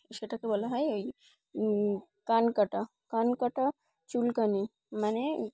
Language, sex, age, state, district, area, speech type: Bengali, female, 18-30, West Bengal, Dakshin Dinajpur, urban, spontaneous